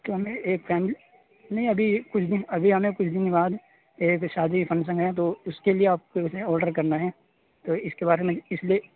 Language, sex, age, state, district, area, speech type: Urdu, male, 18-30, Uttar Pradesh, Saharanpur, urban, conversation